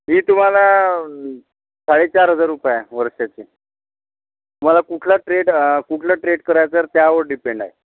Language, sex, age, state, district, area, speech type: Marathi, male, 60+, Maharashtra, Amravati, rural, conversation